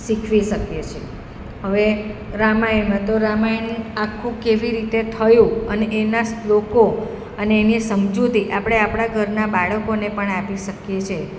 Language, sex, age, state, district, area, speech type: Gujarati, female, 45-60, Gujarat, Surat, urban, spontaneous